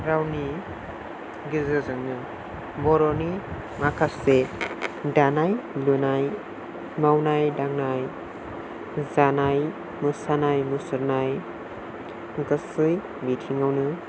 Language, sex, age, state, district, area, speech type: Bodo, male, 18-30, Assam, Chirang, rural, spontaneous